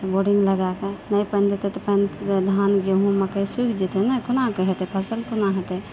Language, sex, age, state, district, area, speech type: Maithili, female, 45-60, Bihar, Purnia, rural, spontaneous